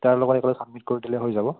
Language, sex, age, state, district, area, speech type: Assamese, male, 30-45, Assam, Udalguri, rural, conversation